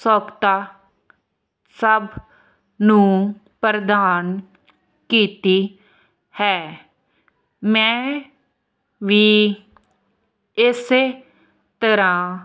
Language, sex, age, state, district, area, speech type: Punjabi, female, 18-30, Punjab, Hoshiarpur, rural, spontaneous